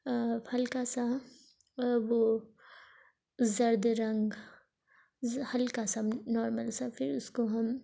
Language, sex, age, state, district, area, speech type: Urdu, female, 45-60, Uttar Pradesh, Lucknow, urban, spontaneous